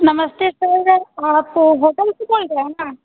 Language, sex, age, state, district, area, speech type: Hindi, female, 30-45, Bihar, Muzaffarpur, rural, conversation